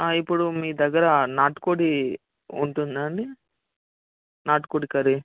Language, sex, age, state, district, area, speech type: Telugu, male, 18-30, Telangana, Mancherial, rural, conversation